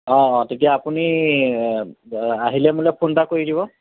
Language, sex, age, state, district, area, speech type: Assamese, male, 45-60, Assam, Golaghat, urban, conversation